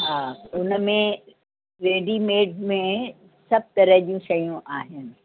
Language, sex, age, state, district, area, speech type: Sindhi, female, 60+, Uttar Pradesh, Lucknow, urban, conversation